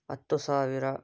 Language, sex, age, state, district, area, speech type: Kannada, male, 18-30, Karnataka, Davanagere, urban, spontaneous